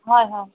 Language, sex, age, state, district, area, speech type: Assamese, female, 45-60, Assam, Golaghat, rural, conversation